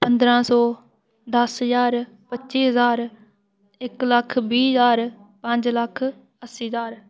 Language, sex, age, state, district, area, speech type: Dogri, female, 18-30, Jammu and Kashmir, Udhampur, rural, spontaneous